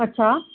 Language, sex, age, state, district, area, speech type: Dogri, female, 30-45, Jammu and Kashmir, Reasi, urban, conversation